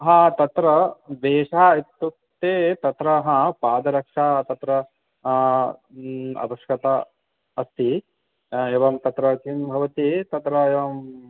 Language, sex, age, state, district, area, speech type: Sanskrit, male, 18-30, West Bengal, Purba Bardhaman, rural, conversation